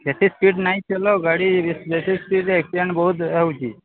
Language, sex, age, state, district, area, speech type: Odia, male, 30-45, Odisha, Balangir, urban, conversation